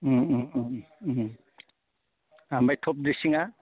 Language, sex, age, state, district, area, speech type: Bodo, male, 60+, Assam, Kokrajhar, rural, conversation